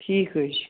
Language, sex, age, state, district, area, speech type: Kashmiri, male, 18-30, Jammu and Kashmir, Baramulla, rural, conversation